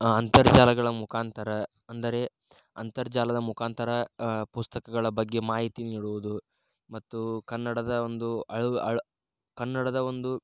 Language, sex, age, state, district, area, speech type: Kannada, male, 30-45, Karnataka, Tumkur, urban, spontaneous